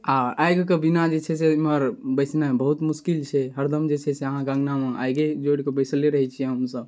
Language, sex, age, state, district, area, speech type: Maithili, male, 18-30, Bihar, Darbhanga, rural, spontaneous